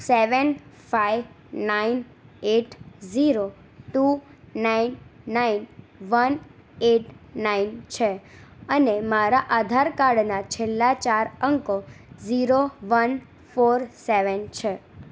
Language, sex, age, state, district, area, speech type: Gujarati, female, 18-30, Gujarat, Anand, urban, read